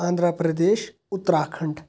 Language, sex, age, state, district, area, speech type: Kashmiri, male, 18-30, Jammu and Kashmir, Kulgam, rural, spontaneous